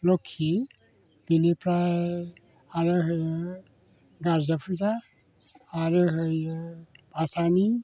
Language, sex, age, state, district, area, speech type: Bodo, male, 60+, Assam, Chirang, rural, spontaneous